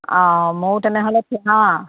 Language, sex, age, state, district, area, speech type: Assamese, female, 60+, Assam, Dhemaji, rural, conversation